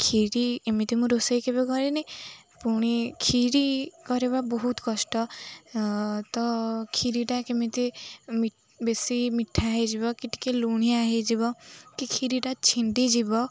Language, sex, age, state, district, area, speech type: Odia, female, 18-30, Odisha, Jagatsinghpur, urban, spontaneous